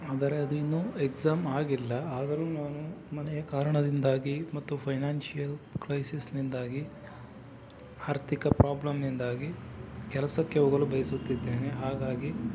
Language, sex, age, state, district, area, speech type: Kannada, male, 18-30, Karnataka, Davanagere, urban, spontaneous